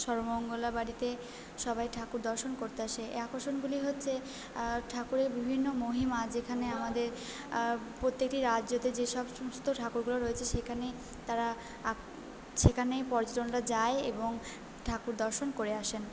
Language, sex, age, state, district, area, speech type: Bengali, female, 18-30, West Bengal, Purba Bardhaman, urban, spontaneous